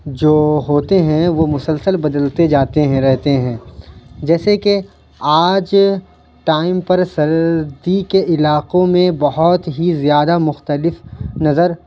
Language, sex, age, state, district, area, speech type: Urdu, male, 18-30, Uttar Pradesh, Lucknow, urban, spontaneous